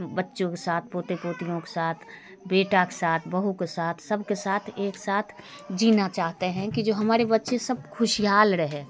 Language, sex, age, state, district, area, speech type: Hindi, female, 45-60, Bihar, Darbhanga, rural, spontaneous